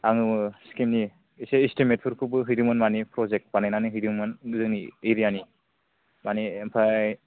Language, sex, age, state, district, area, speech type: Bodo, male, 18-30, Assam, Kokrajhar, rural, conversation